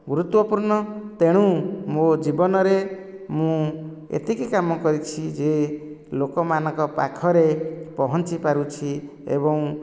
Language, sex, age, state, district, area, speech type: Odia, male, 45-60, Odisha, Nayagarh, rural, spontaneous